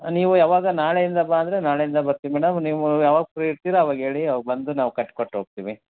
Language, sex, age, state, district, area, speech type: Kannada, male, 30-45, Karnataka, Koppal, rural, conversation